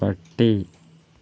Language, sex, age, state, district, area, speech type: Malayalam, male, 45-60, Kerala, Palakkad, urban, read